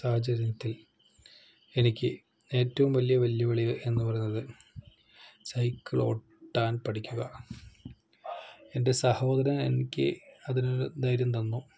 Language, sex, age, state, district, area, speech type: Malayalam, male, 45-60, Kerala, Palakkad, rural, spontaneous